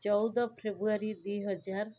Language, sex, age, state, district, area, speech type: Odia, female, 30-45, Odisha, Cuttack, urban, spontaneous